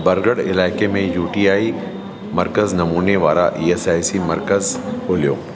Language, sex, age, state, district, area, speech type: Sindhi, male, 45-60, Delhi, South Delhi, urban, read